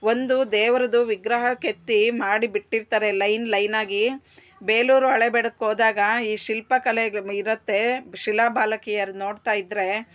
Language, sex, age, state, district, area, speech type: Kannada, female, 45-60, Karnataka, Bangalore Urban, urban, spontaneous